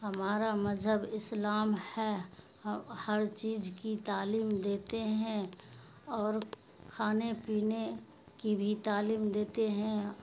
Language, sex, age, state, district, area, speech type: Urdu, female, 60+, Bihar, Khagaria, rural, spontaneous